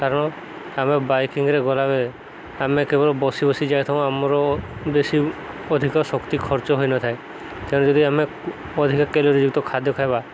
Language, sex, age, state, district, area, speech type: Odia, male, 18-30, Odisha, Subarnapur, urban, spontaneous